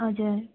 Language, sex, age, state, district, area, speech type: Nepali, female, 18-30, West Bengal, Darjeeling, rural, conversation